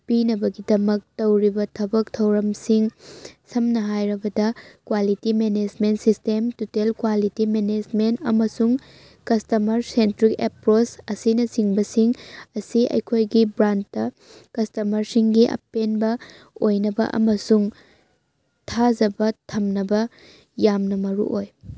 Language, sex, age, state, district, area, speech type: Manipuri, female, 18-30, Manipur, Churachandpur, rural, read